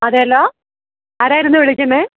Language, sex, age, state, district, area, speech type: Malayalam, female, 30-45, Kerala, Idukki, rural, conversation